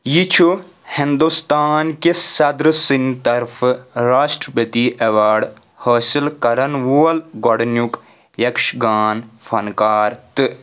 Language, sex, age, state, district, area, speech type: Kashmiri, male, 18-30, Jammu and Kashmir, Anantnag, rural, read